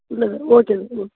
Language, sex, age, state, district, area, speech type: Kannada, female, 30-45, Karnataka, Dakshina Kannada, rural, conversation